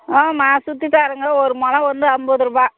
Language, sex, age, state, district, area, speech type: Tamil, female, 45-60, Tamil Nadu, Tirupattur, rural, conversation